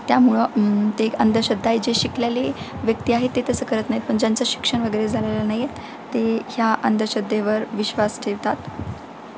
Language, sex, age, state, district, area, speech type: Marathi, female, 18-30, Maharashtra, Beed, urban, spontaneous